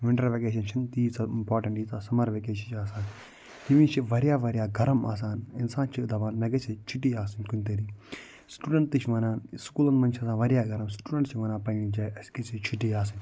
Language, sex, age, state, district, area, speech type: Kashmiri, male, 45-60, Jammu and Kashmir, Budgam, urban, spontaneous